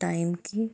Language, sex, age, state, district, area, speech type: Telugu, female, 30-45, Andhra Pradesh, Anantapur, urban, spontaneous